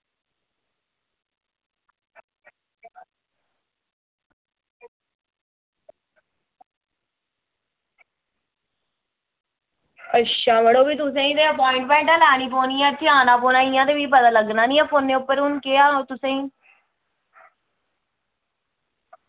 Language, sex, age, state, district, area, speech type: Dogri, female, 45-60, Jammu and Kashmir, Udhampur, rural, conversation